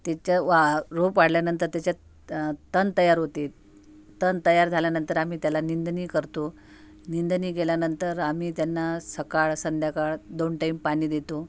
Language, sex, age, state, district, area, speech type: Marathi, female, 30-45, Maharashtra, Amravati, urban, spontaneous